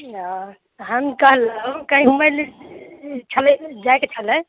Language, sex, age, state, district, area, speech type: Maithili, female, 30-45, Bihar, Samastipur, urban, conversation